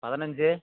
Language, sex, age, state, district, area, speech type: Tamil, male, 18-30, Tamil Nadu, Madurai, rural, conversation